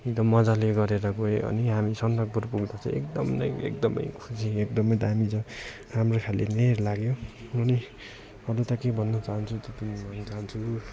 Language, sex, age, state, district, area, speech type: Nepali, male, 18-30, West Bengal, Darjeeling, rural, spontaneous